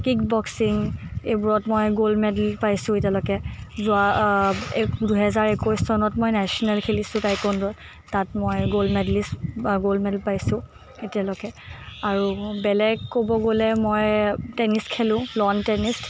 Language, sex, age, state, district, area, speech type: Assamese, female, 18-30, Assam, Morigaon, urban, spontaneous